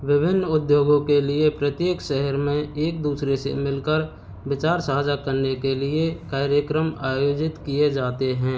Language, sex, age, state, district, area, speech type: Hindi, male, 30-45, Rajasthan, Karauli, rural, read